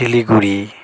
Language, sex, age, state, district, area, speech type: Bengali, male, 30-45, West Bengal, Alipurduar, rural, spontaneous